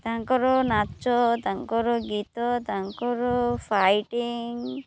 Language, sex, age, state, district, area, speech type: Odia, female, 30-45, Odisha, Malkangiri, urban, spontaneous